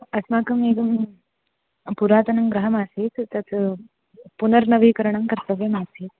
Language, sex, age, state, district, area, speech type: Sanskrit, female, 18-30, Karnataka, Uttara Kannada, rural, conversation